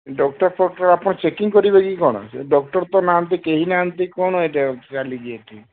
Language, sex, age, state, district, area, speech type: Odia, male, 30-45, Odisha, Sambalpur, rural, conversation